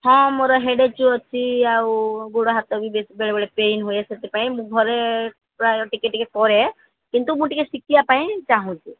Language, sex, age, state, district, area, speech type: Odia, female, 45-60, Odisha, Sundergarh, rural, conversation